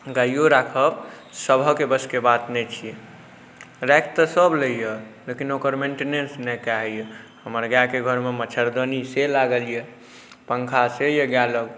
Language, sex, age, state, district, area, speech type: Maithili, male, 18-30, Bihar, Saharsa, rural, spontaneous